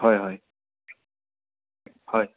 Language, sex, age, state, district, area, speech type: Assamese, male, 18-30, Assam, Sonitpur, rural, conversation